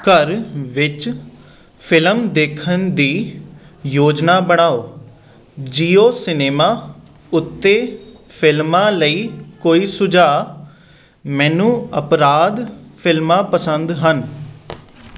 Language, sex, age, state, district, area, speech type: Punjabi, male, 18-30, Punjab, Hoshiarpur, urban, read